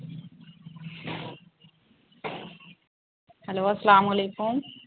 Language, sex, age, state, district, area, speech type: Urdu, female, 30-45, Uttar Pradesh, Rampur, urban, conversation